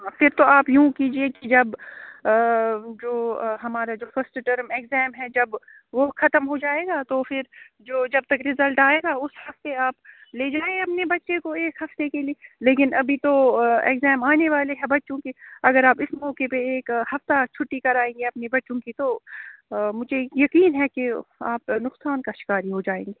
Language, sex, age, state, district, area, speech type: Urdu, female, 30-45, Jammu and Kashmir, Srinagar, urban, conversation